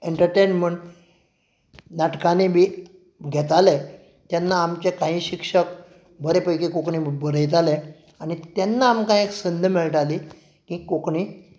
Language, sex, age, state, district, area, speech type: Goan Konkani, male, 45-60, Goa, Canacona, rural, spontaneous